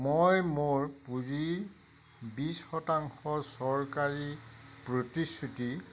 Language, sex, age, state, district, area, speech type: Assamese, male, 60+, Assam, Majuli, rural, read